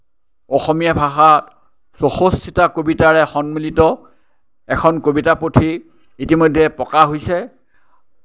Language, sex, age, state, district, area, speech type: Assamese, male, 60+, Assam, Kamrup Metropolitan, urban, spontaneous